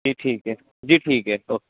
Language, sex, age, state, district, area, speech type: Urdu, male, 18-30, Uttar Pradesh, Rampur, urban, conversation